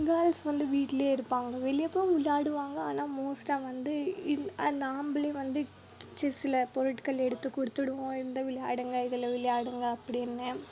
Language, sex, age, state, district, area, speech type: Tamil, female, 18-30, Tamil Nadu, Krishnagiri, rural, spontaneous